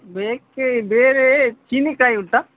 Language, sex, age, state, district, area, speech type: Kannada, male, 45-60, Karnataka, Dakshina Kannada, urban, conversation